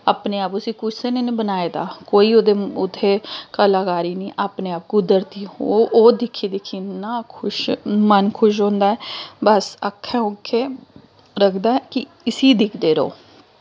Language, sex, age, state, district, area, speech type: Dogri, female, 30-45, Jammu and Kashmir, Samba, urban, spontaneous